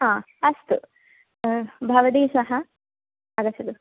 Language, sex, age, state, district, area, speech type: Sanskrit, female, 18-30, Kerala, Kannur, rural, conversation